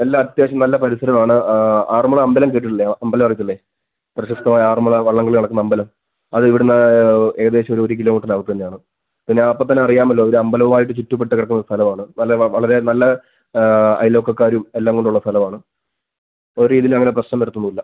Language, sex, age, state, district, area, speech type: Malayalam, male, 18-30, Kerala, Pathanamthitta, rural, conversation